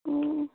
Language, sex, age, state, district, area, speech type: Manipuri, female, 30-45, Manipur, Kangpokpi, rural, conversation